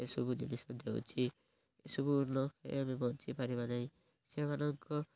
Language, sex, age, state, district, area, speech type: Odia, male, 18-30, Odisha, Malkangiri, urban, spontaneous